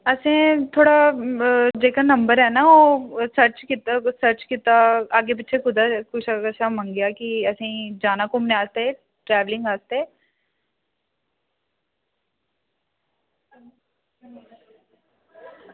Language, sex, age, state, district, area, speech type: Dogri, female, 18-30, Jammu and Kashmir, Udhampur, rural, conversation